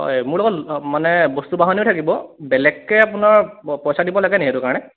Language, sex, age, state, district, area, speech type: Assamese, male, 18-30, Assam, Sonitpur, rural, conversation